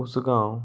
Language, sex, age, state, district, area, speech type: Goan Konkani, male, 18-30, Goa, Salcete, urban, spontaneous